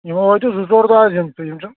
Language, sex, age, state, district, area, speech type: Kashmiri, male, 18-30, Jammu and Kashmir, Shopian, rural, conversation